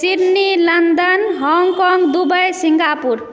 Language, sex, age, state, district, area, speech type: Maithili, female, 30-45, Bihar, Madhubani, urban, spontaneous